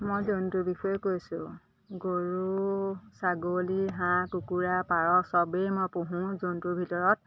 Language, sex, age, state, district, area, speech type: Assamese, female, 45-60, Assam, Majuli, urban, spontaneous